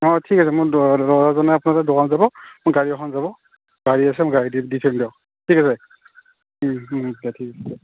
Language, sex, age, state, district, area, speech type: Assamese, male, 30-45, Assam, Morigaon, rural, conversation